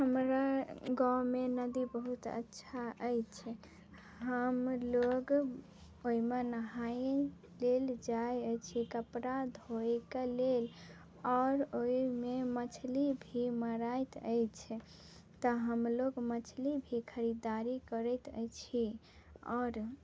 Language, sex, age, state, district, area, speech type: Maithili, female, 18-30, Bihar, Madhubani, rural, spontaneous